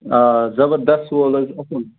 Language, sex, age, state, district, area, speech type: Kashmiri, male, 18-30, Jammu and Kashmir, Kupwara, rural, conversation